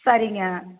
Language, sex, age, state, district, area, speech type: Tamil, female, 45-60, Tamil Nadu, Kallakurichi, rural, conversation